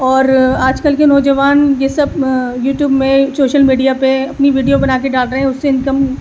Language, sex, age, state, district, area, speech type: Urdu, female, 30-45, Delhi, East Delhi, rural, spontaneous